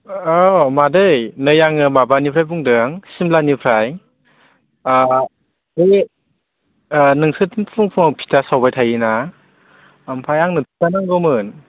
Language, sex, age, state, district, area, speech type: Bodo, male, 18-30, Assam, Baksa, rural, conversation